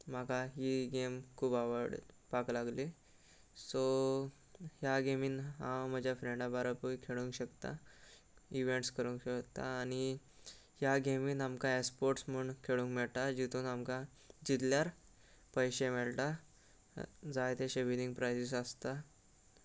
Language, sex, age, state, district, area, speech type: Goan Konkani, male, 18-30, Goa, Salcete, rural, spontaneous